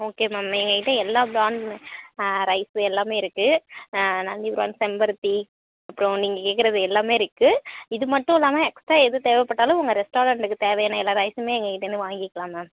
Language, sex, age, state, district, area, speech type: Tamil, female, 18-30, Tamil Nadu, Tiruvarur, rural, conversation